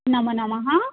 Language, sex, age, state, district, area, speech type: Sanskrit, female, 18-30, Odisha, Cuttack, rural, conversation